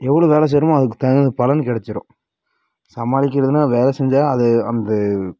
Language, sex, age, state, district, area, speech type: Tamil, female, 18-30, Tamil Nadu, Dharmapuri, rural, spontaneous